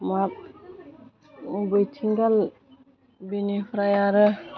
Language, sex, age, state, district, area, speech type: Bodo, female, 45-60, Assam, Udalguri, urban, spontaneous